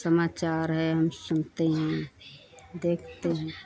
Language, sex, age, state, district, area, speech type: Hindi, female, 60+, Uttar Pradesh, Lucknow, rural, spontaneous